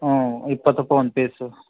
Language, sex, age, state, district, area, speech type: Kannada, male, 30-45, Karnataka, Vijayanagara, rural, conversation